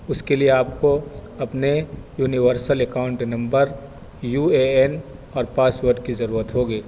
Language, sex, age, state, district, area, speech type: Urdu, male, 30-45, Delhi, North East Delhi, urban, spontaneous